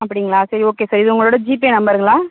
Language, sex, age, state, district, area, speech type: Tamil, female, 60+, Tamil Nadu, Mayiladuthurai, rural, conversation